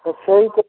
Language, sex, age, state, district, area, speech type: Bengali, male, 18-30, West Bengal, Darjeeling, rural, conversation